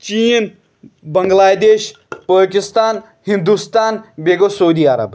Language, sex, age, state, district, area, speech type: Kashmiri, male, 18-30, Jammu and Kashmir, Pulwama, urban, spontaneous